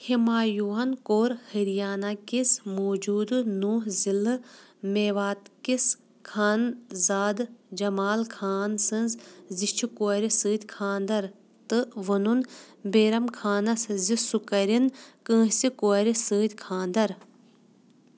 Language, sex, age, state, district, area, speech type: Kashmiri, female, 30-45, Jammu and Kashmir, Kulgam, rural, read